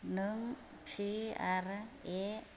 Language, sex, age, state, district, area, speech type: Bodo, female, 45-60, Assam, Kokrajhar, rural, read